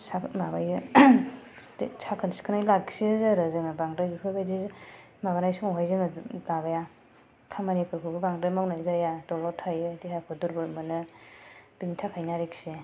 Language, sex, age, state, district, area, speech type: Bodo, female, 30-45, Assam, Kokrajhar, rural, spontaneous